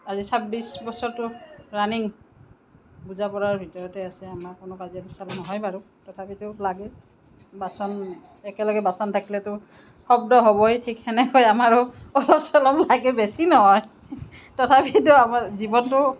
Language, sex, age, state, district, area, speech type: Assamese, female, 45-60, Assam, Kamrup Metropolitan, urban, spontaneous